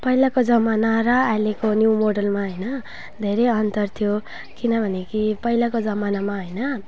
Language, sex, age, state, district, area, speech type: Nepali, female, 18-30, West Bengal, Alipurduar, rural, spontaneous